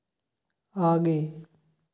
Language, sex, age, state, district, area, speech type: Hindi, male, 18-30, Rajasthan, Bharatpur, rural, read